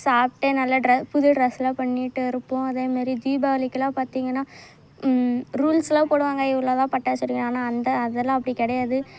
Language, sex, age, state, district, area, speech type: Tamil, female, 18-30, Tamil Nadu, Kallakurichi, rural, spontaneous